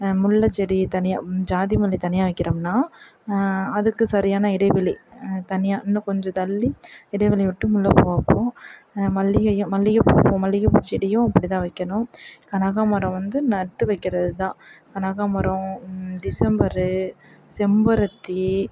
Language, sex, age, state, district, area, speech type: Tamil, female, 45-60, Tamil Nadu, Perambalur, rural, spontaneous